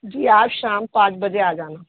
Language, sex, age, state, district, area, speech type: Urdu, female, 30-45, Uttar Pradesh, Muzaffarnagar, urban, conversation